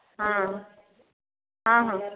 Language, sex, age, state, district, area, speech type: Odia, female, 60+, Odisha, Dhenkanal, rural, conversation